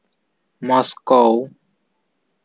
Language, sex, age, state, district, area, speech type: Santali, male, 18-30, West Bengal, Bankura, rural, spontaneous